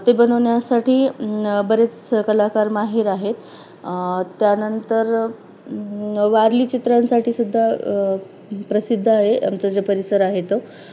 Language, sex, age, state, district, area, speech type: Marathi, female, 30-45, Maharashtra, Nanded, rural, spontaneous